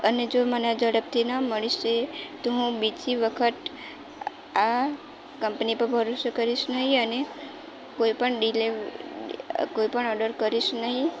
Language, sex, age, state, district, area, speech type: Gujarati, female, 18-30, Gujarat, Valsad, rural, spontaneous